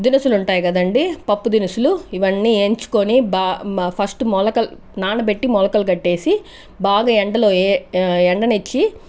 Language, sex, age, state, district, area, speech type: Telugu, female, 18-30, Andhra Pradesh, Chittoor, rural, spontaneous